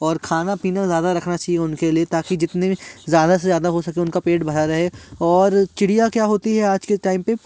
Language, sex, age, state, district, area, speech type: Hindi, male, 18-30, Madhya Pradesh, Jabalpur, urban, spontaneous